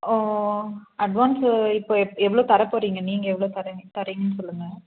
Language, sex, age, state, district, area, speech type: Tamil, female, 18-30, Tamil Nadu, Krishnagiri, rural, conversation